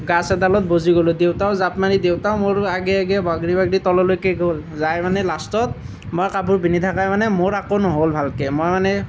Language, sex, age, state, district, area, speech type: Assamese, male, 18-30, Assam, Nalbari, rural, spontaneous